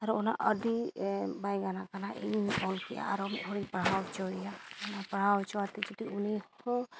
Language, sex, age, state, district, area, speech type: Santali, female, 30-45, Jharkhand, East Singhbhum, rural, spontaneous